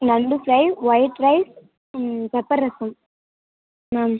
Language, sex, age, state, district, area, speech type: Tamil, female, 18-30, Tamil Nadu, Ariyalur, rural, conversation